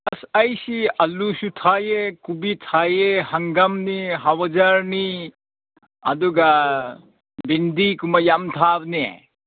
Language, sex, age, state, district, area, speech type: Manipuri, male, 30-45, Manipur, Senapati, urban, conversation